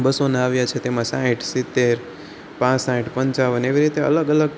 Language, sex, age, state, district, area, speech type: Gujarati, male, 18-30, Gujarat, Rajkot, rural, spontaneous